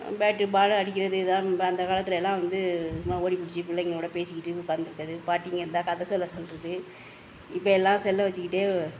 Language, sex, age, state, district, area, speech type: Tamil, female, 60+, Tamil Nadu, Mayiladuthurai, urban, spontaneous